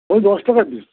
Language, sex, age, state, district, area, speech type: Bengali, male, 60+, West Bengal, Dakshin Dinajpur, rural, conversation